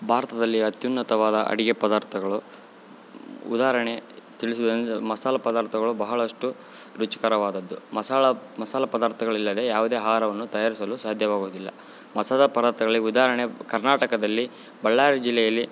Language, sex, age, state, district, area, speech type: Kannada, male, 18-30, Karnataka, Bellary, rural, spontaneous